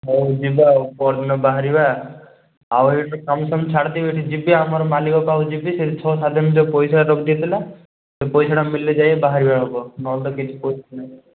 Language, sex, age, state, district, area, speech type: Odia, male, 18-30, Odisha, Rayagada, urban, conversation